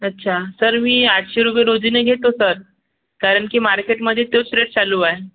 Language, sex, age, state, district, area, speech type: Marathi, male, 18-30, Maharashtra, Nagpur, urban, conversation